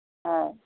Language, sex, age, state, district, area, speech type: Assamese, female, 60+, Assam, Dhemaji, rural, conversation